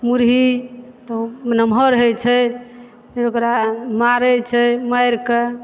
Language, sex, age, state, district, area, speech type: Maithili, female, 45-60, Bihar, Supaul, rural, spontaneous